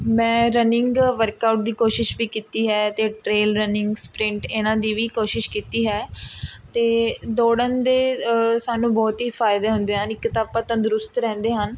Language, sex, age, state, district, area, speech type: Punjabi, female, 18-30, Punjab, Mohali, rural, spontaneous